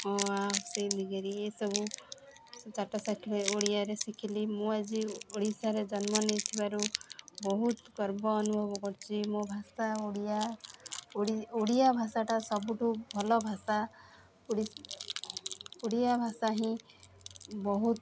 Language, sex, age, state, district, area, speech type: Odia, female, 30-45, Odisha, Jagatsinghpur, rural, spontaneous